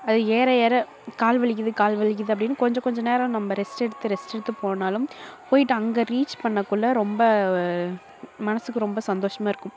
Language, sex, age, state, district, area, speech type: Tamil, female, 18-30, Tamil Nadu, Kallakurichi, urban, spontaneous